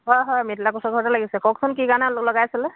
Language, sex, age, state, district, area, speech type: Assamese, female, 45-60, Assam, Dhemaji, rural, conversation